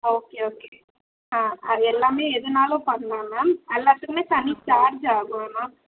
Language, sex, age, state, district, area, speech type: Tamil, female, 30-45, Tamil Nadu, Chennai, urban, conversation